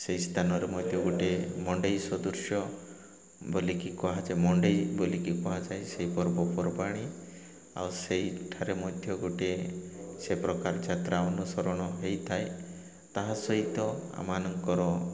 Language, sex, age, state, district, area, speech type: Odia, male, 30-45, Odisha, Koraput, urban, spontaneous